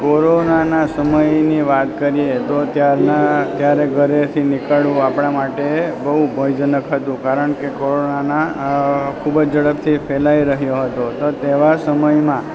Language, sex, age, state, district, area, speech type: Gujarati, male, 30-45, Gujarat, Valsad, rural, spontaneous